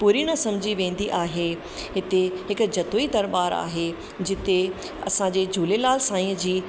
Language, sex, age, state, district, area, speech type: Sindhi, female, 30-45, Rajasthan, Ajmer, urban, spontaneous